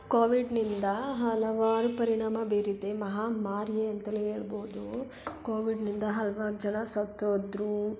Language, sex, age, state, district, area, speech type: Kannada, female, 18-30, Karnataka, Hassan, urban, spontaneous